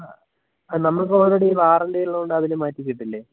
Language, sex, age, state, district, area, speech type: Malayalam, male, 18-30, Kerala, Wayanad, rural, conversation